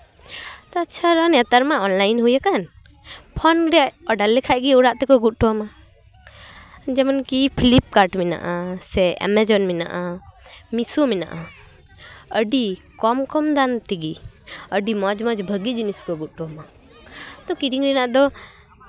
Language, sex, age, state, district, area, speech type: Santali, female, 18-30, West Bengal, Paschim Bardhaman, rural, spontaneous